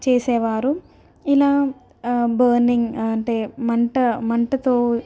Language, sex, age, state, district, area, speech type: Telugu, female, 18-30, Telangana, Ranga Reddy, rural, spontaneous